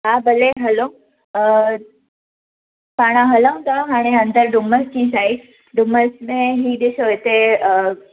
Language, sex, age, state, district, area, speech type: Sindhi, female, 18-30, Gujarat, Surat, urban, conversation